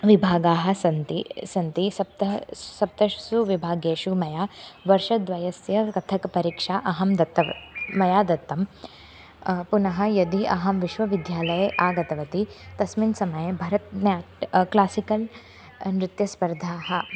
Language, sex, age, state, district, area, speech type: Sanskrit, female, 18-30, Maharashtra, Thane, urban, spontaneous